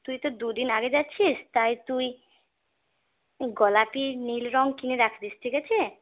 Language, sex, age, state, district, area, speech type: Bengali, female, 18-30, West Bengal, Purulia, urban, conversation